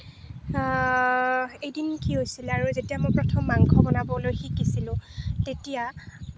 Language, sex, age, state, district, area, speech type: Assamese, female, 60+, Assam, Nagaon, rural, spontaneous